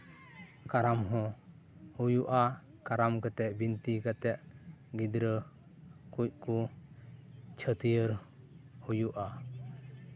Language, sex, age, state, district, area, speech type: Santali, male, 30-45, West Bengal, Purba Bardhaman, rural, spontaneous